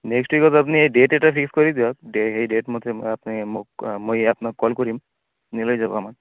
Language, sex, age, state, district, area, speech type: Assamese, male, 18-30, Assam, Barpeta, rural, conversation